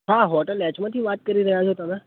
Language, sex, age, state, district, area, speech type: Gujarati, male, 18-30, Gujarat, Anand, rural, conversation